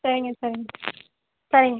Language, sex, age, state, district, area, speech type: Tamil, female, 18-30, Tamil Nadu, Ranipet, rural, conversation